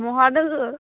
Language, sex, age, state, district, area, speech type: Bodo, female, 18-30, Assam, Udalguri, urban, conversation